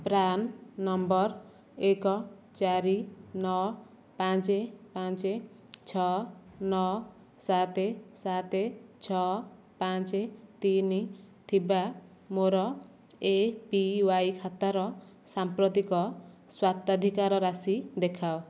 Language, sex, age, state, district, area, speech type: Odia, female, 18-30, Odisha, Nayagarh, rural, read